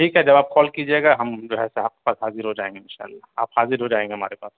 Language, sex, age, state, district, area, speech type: Urdu, male, 30-45, Bihar, Gaya, urban, conversation